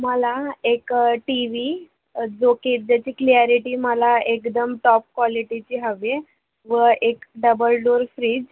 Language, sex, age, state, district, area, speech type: Marathi, female, 18-30, Maharashtra, Thane, urban, conversation